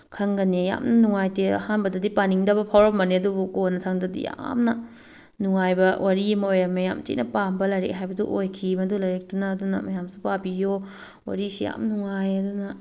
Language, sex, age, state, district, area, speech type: Manipuri, female, 30-45, Manipur, Tengnoupal, rural, spontaneous